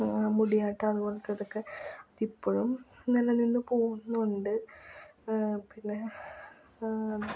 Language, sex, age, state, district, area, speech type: Malayalam, female, 18-30, Kerala, Ernakulam, rural, spontaneous